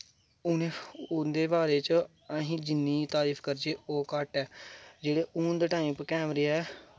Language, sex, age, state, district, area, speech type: Dogri, male, 18-30, Jammu and Kashmir, Kathua, rural, spontaneous